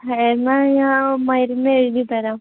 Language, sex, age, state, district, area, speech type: Malayalam, female, 18-30, Kerala, Wayanad, rural, conversation